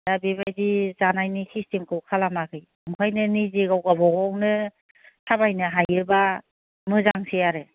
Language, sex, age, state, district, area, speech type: Bodo, female, 45-60, Assam, Kokrajhar, urban, conversation